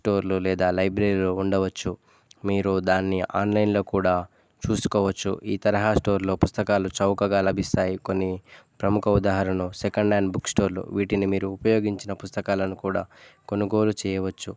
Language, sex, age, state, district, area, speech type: Telugu, male, 18-30, Telangana, Jayashankar, urban, spontaneous